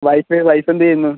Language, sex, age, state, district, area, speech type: Malayalam, male, 18-30, Kerala, Alappuzha, rural, conversation